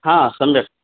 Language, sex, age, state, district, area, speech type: Sanskrit, male, 18-30, Bihar, Gaya, urban, conversation